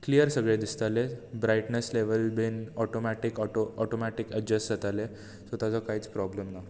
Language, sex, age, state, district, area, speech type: Goan Konkani, male, 18-30, Goa, Bardez, urban, spontaneous